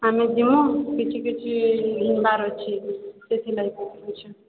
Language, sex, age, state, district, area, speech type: Odia, female, 30-45, Odisha, Balangir, urban, conversation